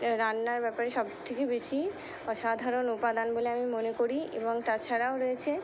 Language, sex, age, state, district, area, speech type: Bengali, female, 60+, West Bengal, Purba Bardhaman, urban, spontaneous